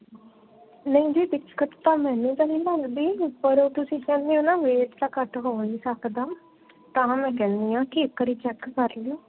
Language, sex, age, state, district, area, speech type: Punjabi, female, 18-30, Punjab, Fazilka, rural, conversation